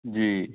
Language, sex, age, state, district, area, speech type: Hindi, male, 18-30, Bihar, Samastipur, rural, conversation